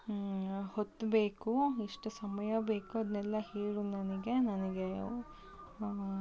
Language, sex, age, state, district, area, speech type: Kannada, female, 30-45, Karnataka, Davanagere, rural, spontaneous